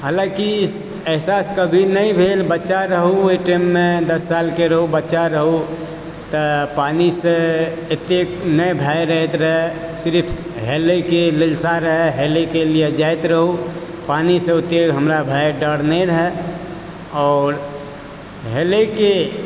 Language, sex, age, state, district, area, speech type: Maithili, male, 45-60, Bihar, Supaul, rural, spontaneous